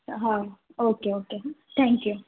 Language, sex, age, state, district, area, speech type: Gujarati, female, 30-45, Gujarat, Anand, rural, conversation